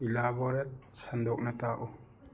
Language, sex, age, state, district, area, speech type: Manipuri, male, 18-30, Manipur, Thoubal, rural, read